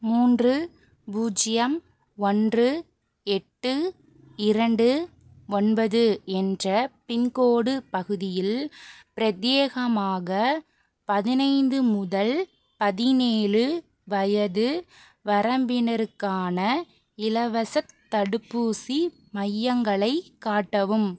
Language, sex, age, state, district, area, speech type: Tamil, female, 18-30, Tamil Nadu, Pudukkottai, rural, read